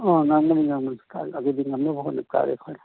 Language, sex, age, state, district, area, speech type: Manipuri, male, 60+, Manipur, Imphal East, urban, conversation